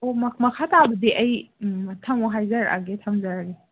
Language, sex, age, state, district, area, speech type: Manipuri, female, 18-30, Manipur, Senapati, urban, conversation